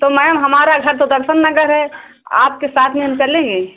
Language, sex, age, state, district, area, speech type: Hindi, female, 60+, Uttar Pradesh, Ayodhya, rural, conversation